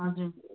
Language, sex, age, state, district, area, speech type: Nepali, female, 45-60, West Bengal, Darjeeling, rural, conversation